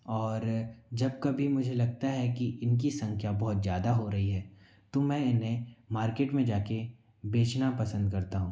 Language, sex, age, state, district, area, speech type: Hindi, male, 45-60, Madhya Pradesh, Bhopal, urban, spontaneous